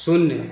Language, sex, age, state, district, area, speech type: Hindi, male, 30-45, Uttar Pradesh, Mau, urban, read